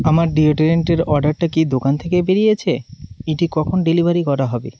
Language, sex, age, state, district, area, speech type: Bengali, male, 18-30, West Bengal, Birbhum, urban, read